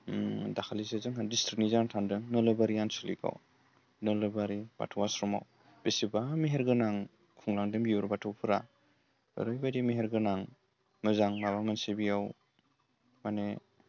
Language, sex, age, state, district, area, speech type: Bodo, male, 18-30, Assam, Udalguri, rural, spontaneous